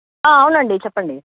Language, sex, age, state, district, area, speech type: Telugu, female, 45-60, Andhra Pradesh, Chittoor, rural, conversation